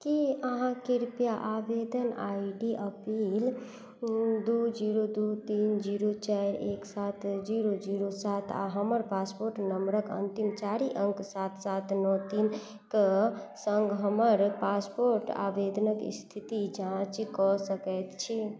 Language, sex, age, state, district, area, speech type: Maithili, female, 30-45, Bihar, Madhubani, rural, read